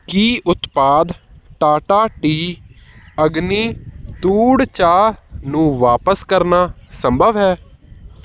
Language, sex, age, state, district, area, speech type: Punjabi, male, 18-30, Punjab, Hoshiarpur, urban, read